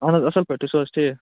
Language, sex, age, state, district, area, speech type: Kashmiri, male, 45-60, Jammu and Kashmir, Budgam, urban, conversation